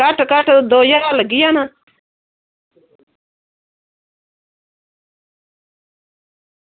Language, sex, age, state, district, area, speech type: Dogri, female, 45-60, Jammu and Kashmir, Samba, rural, conversation